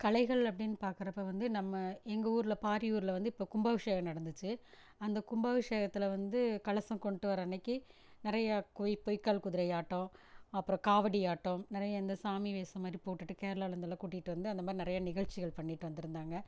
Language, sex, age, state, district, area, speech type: Tamil, female, 45-60, Tamil Nadu, Erode, rural, spontaneous